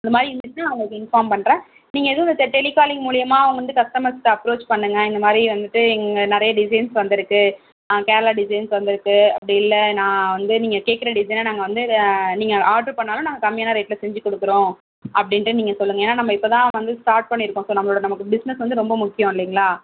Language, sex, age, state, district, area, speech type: Tamil, female, 30-45, Tamil Nadu, Tiruvarur, urban, conversation